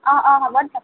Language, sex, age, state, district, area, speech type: Assamese, female, 30-45, Assam, Morigaon, rural, conversation